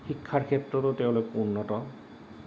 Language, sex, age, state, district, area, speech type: Assamese, male, 45-60, Assam, Goalpara, urban, spontaneous